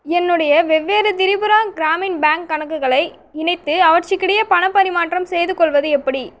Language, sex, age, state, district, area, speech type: Tamil, female, 18-30, Tamil Nadu, Cuddalore, rural, read